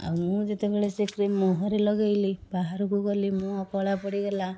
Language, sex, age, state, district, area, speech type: Odia, female, 30-45, Odisha, Cuttack, urban, spontaneous